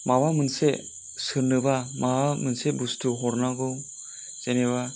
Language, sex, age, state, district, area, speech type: Bodo, male, 18-30, Assam, Chirang, urban, spontaneous